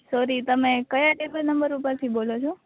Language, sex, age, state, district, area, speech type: Gujarati, female, 18-30, Gujarat, Rajkot, urban, conversation